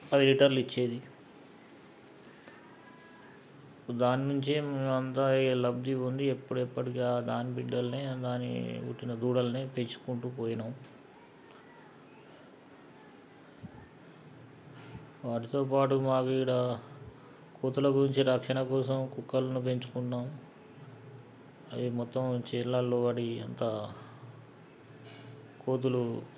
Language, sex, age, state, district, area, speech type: Telugu, male, 45-60, Telangana, Nalgonda, rural, spontaneous